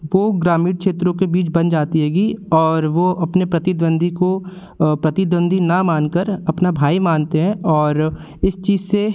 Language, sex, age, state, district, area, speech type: Hindi, male, 18-30, Madhya Pradesh, Jabalpur, rural, spontaneous